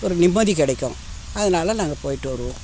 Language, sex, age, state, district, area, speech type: Tamil, female, 60+, Tamil Nadu, Tiruvannamalai, rural, spontaneous